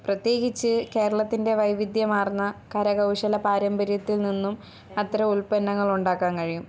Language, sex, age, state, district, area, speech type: Malayalam, female, 18-30, Kerala, Thiruvananthapuram, rural, spontaneous